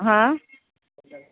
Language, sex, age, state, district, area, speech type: Maithili, female, 60+, Bihar, Muzaffarpur, rural, conversation